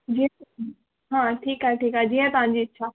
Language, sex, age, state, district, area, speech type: Sindhi, female, 18-30, Rajasthan, Ajmer, rural, conversation